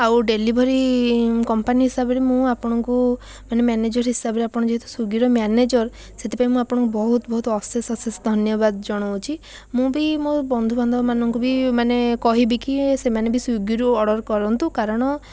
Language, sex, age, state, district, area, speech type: Odia, female, 18-30, Odisha, Puri, urban, spontaneous